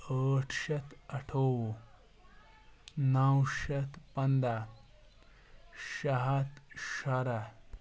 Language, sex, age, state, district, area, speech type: Kashmiri, male, 18-30, Jammu and Kashmir, Ganderbal, rural, spontaneous